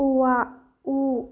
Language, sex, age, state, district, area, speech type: Manipuri, female, 18-30, Manipur, Bishnupur, rural, spontaneous